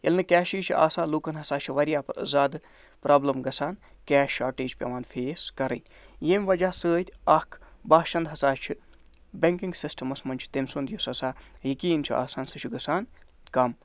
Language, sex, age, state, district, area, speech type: Kashmiri, male, 60+, Jammu and Kashmir, Ganderbal, rural, spontaneous